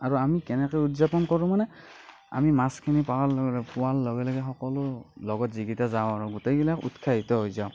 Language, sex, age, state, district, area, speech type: Assamese, male, 45-60, Assam, Morigaon, rural, spontaneous